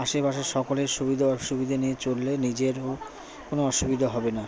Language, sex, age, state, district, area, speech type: Bengali, male, 60+, West Bengal, Purba Bardhaman, rural, spontaneous